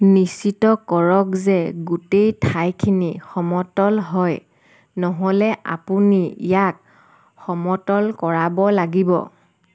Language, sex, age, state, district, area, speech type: Assamese, female, 30-45, Assam, Sivasagar, rural, read